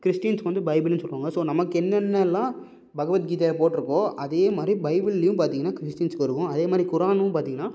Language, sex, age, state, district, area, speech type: Tamil, male, 18-30, Tamil Nadu, Salem, urban, spontaneous